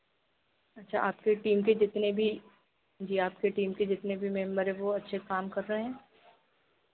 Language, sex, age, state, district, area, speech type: Hindi, female, 18-30, Madhya Pradesh, Harda, urban, conversation